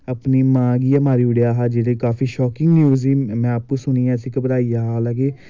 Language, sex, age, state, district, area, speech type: Dogri, male, 18-30, Jammu and Kashmir, Samba, urban, spontaneous